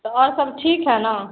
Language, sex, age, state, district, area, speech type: Hindi, female, 18-30, Bihar, Samastipur, rural, conversation